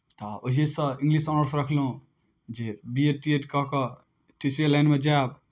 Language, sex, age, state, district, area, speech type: Maithili, male, 18-30, Bihar, Darbhanga, rural, spontaneous